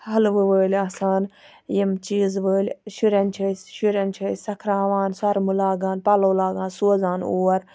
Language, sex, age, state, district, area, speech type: Kashmiri, female, 30-45, Jammu and Kashmir, Ganderbal, rural, spontaneous